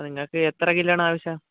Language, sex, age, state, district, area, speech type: Malayalam, male, 18-30, Kerala, Kollam, rural, conversation